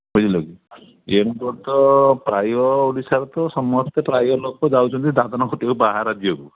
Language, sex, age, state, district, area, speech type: Odia, male, 60+, Odisha, Gajapati, rural, conversation